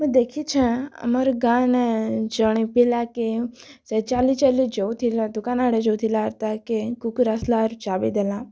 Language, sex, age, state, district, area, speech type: Odia, female, 18-30, Odisha, Kalahandi, rural, spontaneous